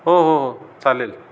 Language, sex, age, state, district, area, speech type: Marathi, male, 45-60, Maharashtra, Amravati, rural, spontaneous